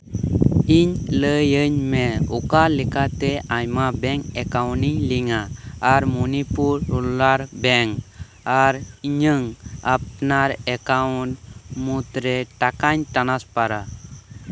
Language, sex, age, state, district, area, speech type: Santali, male, 18-30, West Bengal, Birbhum, rural, read